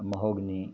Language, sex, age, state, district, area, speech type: Maithili, male, 60+, Bihar, Madhepura, rural, spontaneous